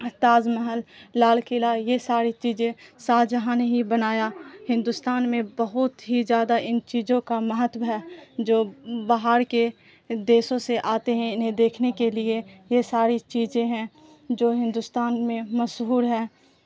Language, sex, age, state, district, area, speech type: Urdu, female, 18-30, Bihar, Supaul, rural, spontaneous